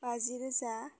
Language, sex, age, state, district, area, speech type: Bodo, female, 18-30, Assam, Baksa, rural, spontaneous